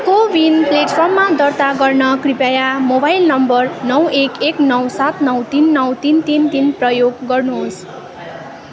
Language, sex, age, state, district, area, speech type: Nepali, female, 18-30, West Bengal, Darjeeling, rural, read